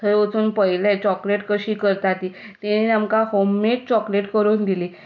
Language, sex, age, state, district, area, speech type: Goan Konkani, female, 30-45, Goa, Tiswadi, rural, spontaneous